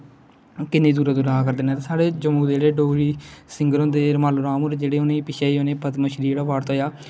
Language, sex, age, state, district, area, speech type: Dogri, male, 18-30, Jammu and Kashmir, Kathua, rural, spontaneous